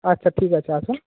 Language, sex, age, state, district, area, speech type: Bengali, male, 30-45, West Bengal, Paschim Medinipur, rural, conversation